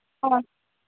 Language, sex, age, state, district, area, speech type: Tamil, female, 30-45, Tamil Nadu, Madurai, urban, conversation